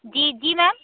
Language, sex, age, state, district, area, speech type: Hindi, female, 30-45, Madhya Pradesh, Chhindwara, urban, conversation